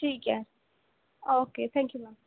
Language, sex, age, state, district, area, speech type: Punjabi, female, 18-30, Punjab, Mohali, urban, conversation